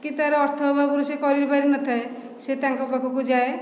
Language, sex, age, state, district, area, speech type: Odia, female, 45-60, Odisha, Khordha, rural, spontaneous